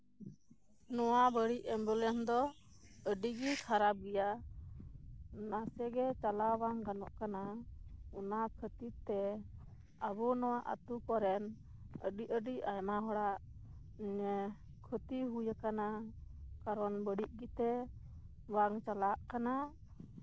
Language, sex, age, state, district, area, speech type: Santali, female, 30-45, West Bengal, Birbhum, rural, spontaneous